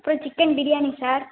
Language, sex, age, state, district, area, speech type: Tamil, female, 18-30, Tamil Nadu, Theni, rural, conversation